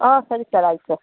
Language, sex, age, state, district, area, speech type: Kannada, female, 18-30, Karnataka, Kolar, rural, conversation